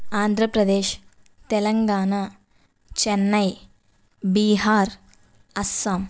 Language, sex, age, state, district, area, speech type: Telugu, female, 30-45, Andhra Pradesh, West Godavari, rural, spontaneous